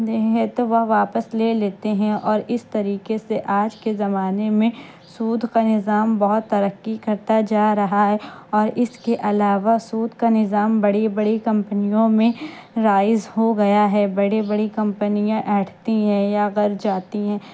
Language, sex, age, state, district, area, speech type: Urdu, female, 30-45, Uttar Pradesh, Lucknow, rural, spontaneous